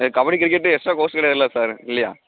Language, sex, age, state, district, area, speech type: Tamil, male, 18-30, Tamil Nadu, Thoothukudi, rural, conversation